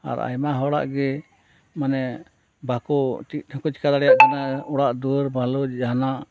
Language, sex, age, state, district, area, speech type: Santali, male, 60+, West Bengal, Purba Bardhaman, rural, spontaneous